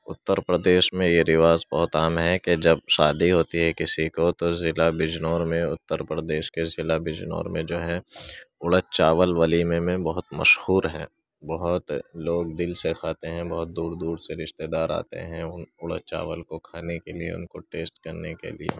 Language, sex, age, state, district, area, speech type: Urdu, male, 18-30, Uttar Pradesh, Gautam Buddha Nagar, urban, spontaneous